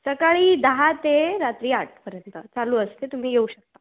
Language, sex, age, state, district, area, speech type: Marathi, female, 18-30, Maharashtra, Akola, rural, conversation